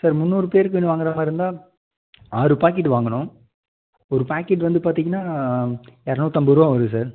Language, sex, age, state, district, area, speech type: Tamil, male, 18-30, Tamil Nadu, Erode, rural, conversation